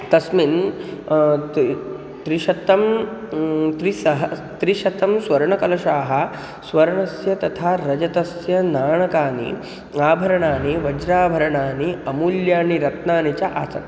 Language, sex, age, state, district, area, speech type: Sanskrit, male, 18-30, Maharashtra, Nagpur, urban, spontaneous